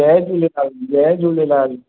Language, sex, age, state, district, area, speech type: Sindhi, male, 18-30, Maharashtra, Mumbai Suburban, urban, conversation